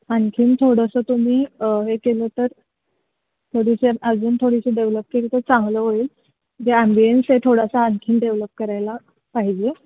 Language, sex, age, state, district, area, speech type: Marathi, female, 18-30, Maharashtra, Sangli, rural, conversation